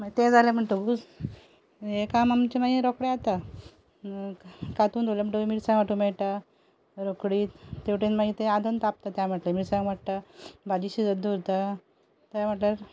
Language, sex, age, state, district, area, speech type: Goan Konkani, female, 45-60, Goa, Ponda, rural, spontaneous